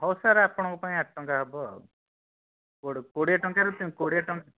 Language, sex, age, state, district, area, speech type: Odia, male, 30-45, Odisha, Bhadrak, rural, conversation